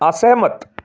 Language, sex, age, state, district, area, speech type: Punjabi, male, 30-45, Punjab, Tarn Taran, urban, read